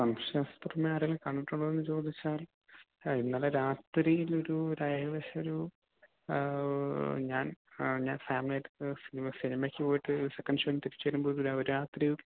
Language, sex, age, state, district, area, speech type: Malayalam, male, 18-30, Kerala, Idukki, rural, conversation